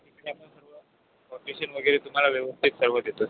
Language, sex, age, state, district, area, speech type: Marathi, male, 18-30, Maharashtra, Thane, urban, conversation